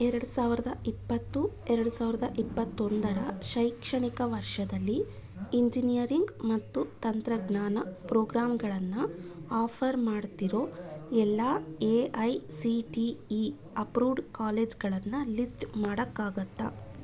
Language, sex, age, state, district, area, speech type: Kannada, female, 30-45, Karnataka, Bangalore Urban, urban, read